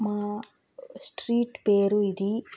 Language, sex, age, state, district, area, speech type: Telugu, female, 18-30, Andhra Pradesh, Krishna, rural, spontaneous